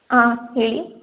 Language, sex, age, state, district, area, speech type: Kannada, female, 18-30, Karnataka, Tumkur, rural, conversation